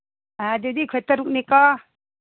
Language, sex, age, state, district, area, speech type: Manipuri, female, 60+, Manipur, Ukhrul, rural, conversation